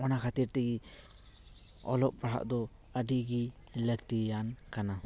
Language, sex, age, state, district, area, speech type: Santali, male, 18-30, West Bengal, Paschim Bardhaman, rural, spontaneous